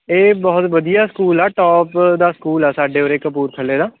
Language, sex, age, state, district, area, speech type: Punjabi, male, 30-45, Punjab, Kapurthala, urban, conversation